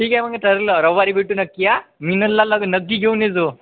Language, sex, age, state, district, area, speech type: Marathi, male, 18-30, Maharashtra, Wardha, urban, conversation